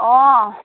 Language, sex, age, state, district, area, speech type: Assamese, female, 30-45, Assam, Dhemaji, rural, conversation